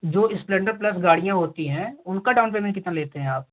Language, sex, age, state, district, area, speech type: Hindi, male, 18-30, Uttar Pradesh, Jaunpur, rural, conversation